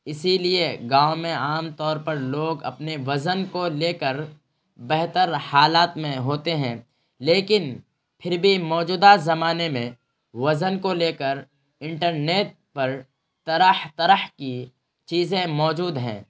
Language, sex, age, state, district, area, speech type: Urdu, male, 30-45, Bihar, Araria, rural, spontaneous